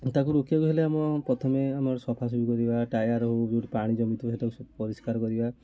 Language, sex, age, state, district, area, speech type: Odia, male, 30-45, Odisha, Kendujhar, urban, spontaneous